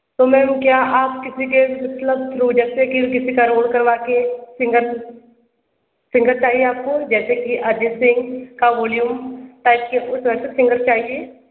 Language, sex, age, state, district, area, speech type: Hindi, female, 18-30, Uttar Pradesh, Sonbhadra, rural, conversation